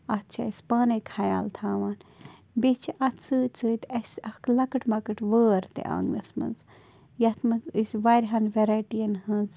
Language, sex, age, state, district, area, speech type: Kashmiri, female, 30-45, Jammu and Kashmir, Bandipora, rural, spontaneous